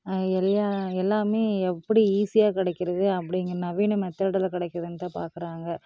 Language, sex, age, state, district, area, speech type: Tamil, female, 30-45, Tamil Nadu, Namakkal, rural, spontaneous